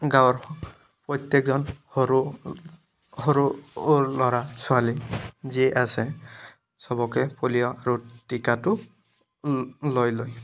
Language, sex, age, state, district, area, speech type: Assamese, male, 30-45, Assam, Biswanath, rural, spontaneous